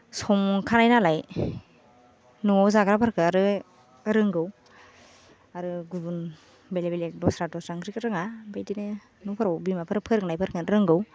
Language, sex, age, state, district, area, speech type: Bodo, female, 18-30, Assam, Baksa, rural, spontaneous